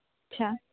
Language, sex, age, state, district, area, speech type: Marathi, female, 18-30, Maharashtra, Nashik, urban, conversation